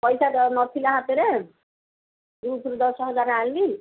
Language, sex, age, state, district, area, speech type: Odia, female, 60+, Odisha, Jharsuguda, rural, conversation